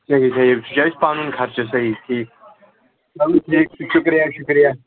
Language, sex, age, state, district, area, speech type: Kashmiri, male, 45-60, Jammu and Kashmir, Srinagar, urban, conversation